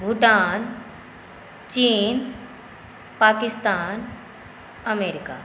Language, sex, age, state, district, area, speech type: Maithili, female, 45-60, Bihar, Saharsa, urban, spontaneous